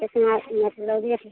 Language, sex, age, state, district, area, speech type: Hindi, female, 45-60, Bihar, Madhepura, rural, conversation